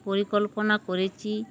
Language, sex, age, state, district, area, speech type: Bengali, female, 60+, West Bengal, Uttar Dinajpur, urban, spontaneous